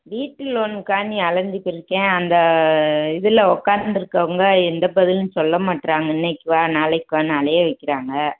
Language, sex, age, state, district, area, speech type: Tamil, female, 45-60, Tamil Nadu, Madurai, rural, conversation